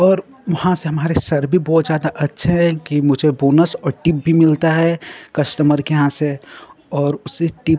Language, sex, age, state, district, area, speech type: Hindi, male, 18-30, Uttar Pradesh, Ghazipur, rural, spontaneous